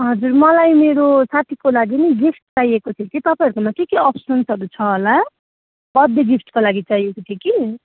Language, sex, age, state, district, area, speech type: Nepali, female, 30-45, West Bengal, Jalpaiguri, urban, conversation